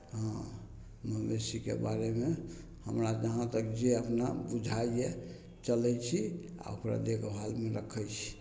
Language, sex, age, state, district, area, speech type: Maithili, male, 45-60, Bihar, Samastipur, rural, spontaneous